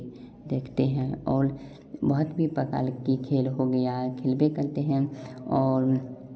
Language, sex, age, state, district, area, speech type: Hindi, male, 18-30, Bihar, Samastipur, rural, spontaneous